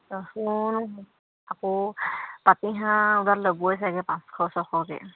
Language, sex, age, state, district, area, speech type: Assamese, female, 18-30, Assam, Dibrugarh, rural, conversation